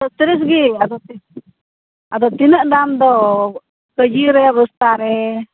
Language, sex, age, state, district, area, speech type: Santali, female, 60+, West Bengal, Purba Bardhaman, rural, conversation